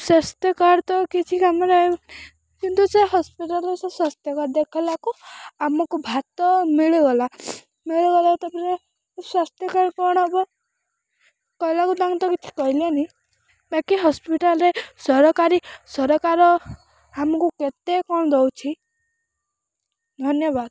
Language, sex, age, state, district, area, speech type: Odia, female, 18-30, Odisha, Rayagada, rural, spontaneous